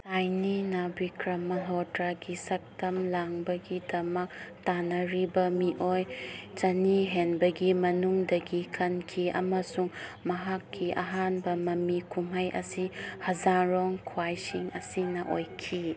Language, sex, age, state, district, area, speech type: Manipuri, female, 30-45, Manipur, Chandel, rural, read